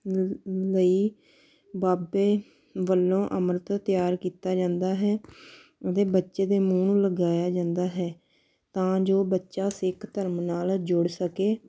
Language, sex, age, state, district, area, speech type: Punjabi, female, 18-30, Punjab, Tarn Taran, rural, spontaneous